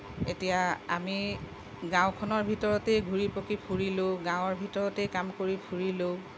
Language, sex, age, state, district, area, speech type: Assamese, female, 45-60, Assam, Darrang, rural, spontaneous